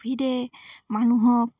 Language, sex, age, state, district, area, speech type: Assamese, female, 18-30, Assam, Dibrugarh, rural, spontaneous